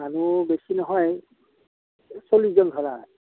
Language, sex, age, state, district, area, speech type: Assamese, male, 60+, Assam, Udalguri, rural, conversation